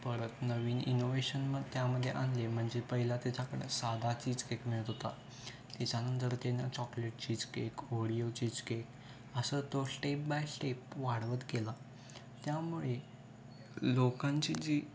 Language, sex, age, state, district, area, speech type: Marathi, male, 18-30, Maharashtra, Kolhapur, urban, spontaneous